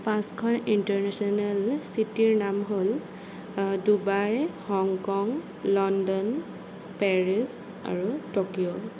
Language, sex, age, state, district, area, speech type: Assamese, female, 18-30, Assam, Sonitpur, rural, spontaneous